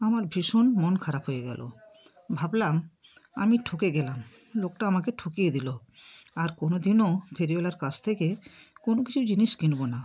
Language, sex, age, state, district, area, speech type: Bengali, female, 60+, West Bengal, South 24 Parganas, rural, spontaneous